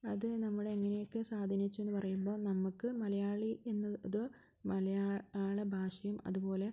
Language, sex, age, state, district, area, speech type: Malayalam, female, 30-45, Kerala, Wayanad, rural, spontaneous